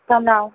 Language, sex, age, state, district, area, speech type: Bengali, female, 18-30, West Bengal, Kolkata, urban, conversation